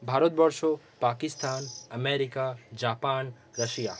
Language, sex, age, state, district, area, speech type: Bengali, male, 18-30, West Bengal, Paschim Medinipur, rural, spontaneous